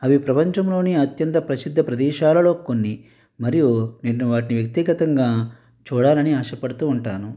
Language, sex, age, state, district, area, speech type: Telugu, male, 30-45, Andhra Pradesh, Konaseema, rural, spontaneous